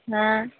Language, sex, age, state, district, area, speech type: Odia, female, 45-60, Odisha, Sambalpur, rural, conversation